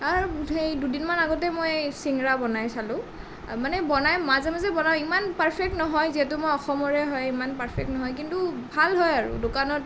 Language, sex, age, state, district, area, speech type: Assamese, female, 18-30, Assam, Nalbari, rural, spontaneous